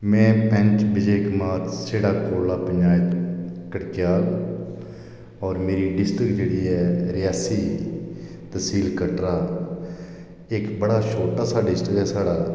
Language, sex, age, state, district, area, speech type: Dogri, male, 45-60, Jammu and Kashmir, Reasi, rural, spontaneous